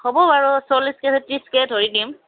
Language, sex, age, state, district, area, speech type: Assamese, female, 18-30, Assam, Kamrup Metropolitan, urban, conversation